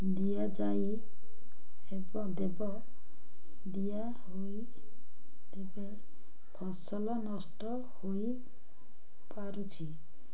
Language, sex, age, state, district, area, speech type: Odia, female, 60+, Odisha, Ganjam, urban, spontaneous